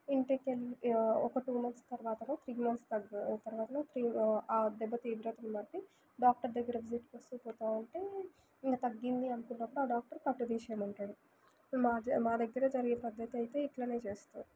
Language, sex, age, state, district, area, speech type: Telugu, female, 18-30, Telangana, Mancherial, rural, spontaneous